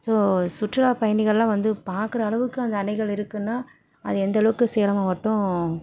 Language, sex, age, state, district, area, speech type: Tamil, female, 30-45, Tamil Nadu, Salem, rural, spontaneous